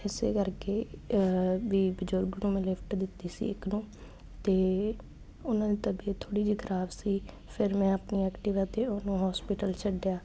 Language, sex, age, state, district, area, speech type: Punjabi, female, 18-30, Punjab, Muktsar, urban, spontaneous